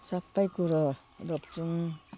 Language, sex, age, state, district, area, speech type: Nepali, female, 60+, West Bengal, Jalpaiguri, urban, spontaneous